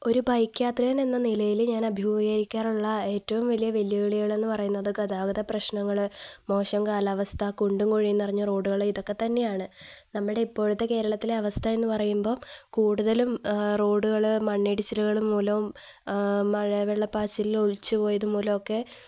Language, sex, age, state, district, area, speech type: Malayalam, female, 18-30, Kerala, Kozhikode, rural, spontaneous